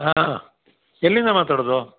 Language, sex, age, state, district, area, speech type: Kannada, male, 60+, Karnataka, Dakshina Kannada, rural, conversation